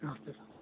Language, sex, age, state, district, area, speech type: Hindi, male, 60+, Uttar Pradesh, Pratapgarh, rural, conversation